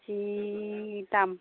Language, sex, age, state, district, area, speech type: Bodo, female, 45-60, Assam, Kokrajhar, rural, conversation